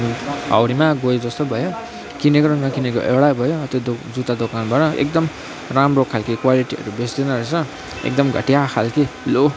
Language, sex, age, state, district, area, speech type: Nepali, male, 18-30, West Bengal, Kalimpong, rural, spontaneous